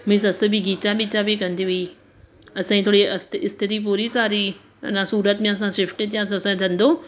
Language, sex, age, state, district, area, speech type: Sindhi, female, 30-45, Gujarat, Surat, urban, spontaneous